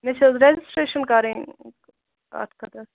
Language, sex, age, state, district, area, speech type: Kashmiri, female, 30-45, Jammu and Kashmir, Kupwara, rural, conversation